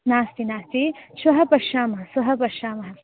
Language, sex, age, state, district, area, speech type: Sanskrit, female, 18-30, Karnataka, Dharwad, urban, conversation